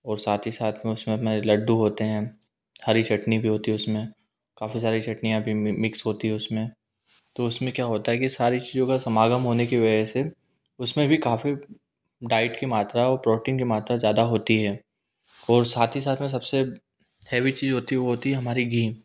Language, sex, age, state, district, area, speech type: Hindi, male, 18-30, Madhya Pradesh, Indore, urban, spontaneous